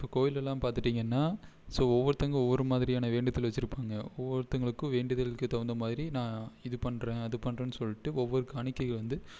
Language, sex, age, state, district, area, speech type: Tamil, male, 18-30, Tamil Nadu, Erode, rural, spontaneous